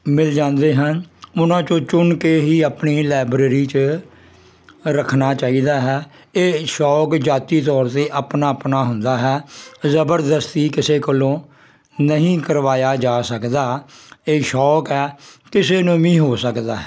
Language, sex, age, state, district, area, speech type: Punjabi, male, 60+, Punjab, Jalandhar, rural, spontaneous